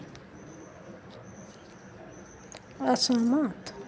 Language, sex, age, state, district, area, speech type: Hindi, female, 60+, Bihar, Madhepura, rural, read